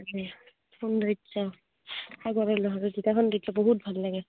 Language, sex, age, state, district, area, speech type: Assamese, female, 30-45, Assam, Goalpara, rural, conversation